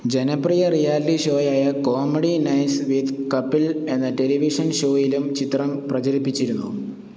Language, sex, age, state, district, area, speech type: Malayalam, male, 30-45, Kerala, Pathanamthitta, rural, read